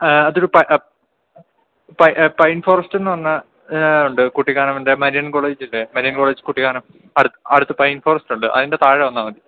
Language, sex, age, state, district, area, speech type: Malayalam, male, 18-30, Kerala, Idukki, urban, conversation